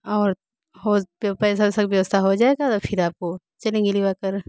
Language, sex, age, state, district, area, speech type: Hindi, female, 30-45, Uttar Pradesh, Bhadohi, rural, spontaneous